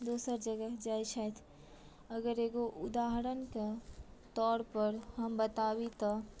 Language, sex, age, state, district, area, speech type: Maithili, female, 18-30, Bihar, Madhubani, rural, spontaneous